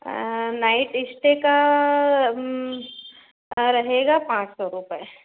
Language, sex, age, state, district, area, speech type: Hindi, female, 30-45, Madhya Pradesh, Bhopal, rural, conversation